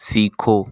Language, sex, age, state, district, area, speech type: Hindi, male, 18-30, Rajasthan, Jaipur, urban, read